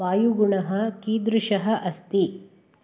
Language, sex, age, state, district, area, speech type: Sanskrit, female, 45-60, Karnataka, Bangalore Urban, urban, read